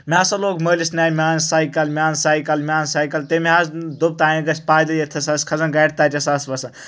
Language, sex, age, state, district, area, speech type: Kashmiri, male, 18-30, Jammu and Kashmir, Anantnag, rural, spontaneous